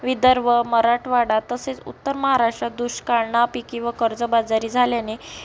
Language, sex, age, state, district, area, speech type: Marathi, female, 18-30, Maharashtra, Amravati, rural, spontaneous